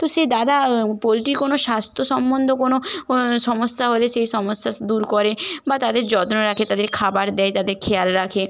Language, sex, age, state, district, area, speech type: Bengali, female, 18-30, West Bengal, Paschim Medinipur, rural, spontaneous